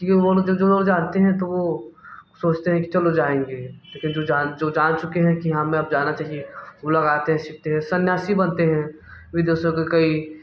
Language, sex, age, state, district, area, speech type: Hindi, male, 18-30, Uttar Pradesh, Mirzapur, urban, spontaneous